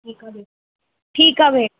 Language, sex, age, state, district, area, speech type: Sindhi, female, 18-30, Delhi, South Delhi, urban, conversation